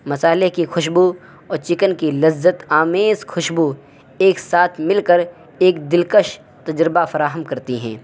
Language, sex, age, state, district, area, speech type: Urdu, male, 18-30, Uttar Pradesh, Saharanpur, urban, spontaneous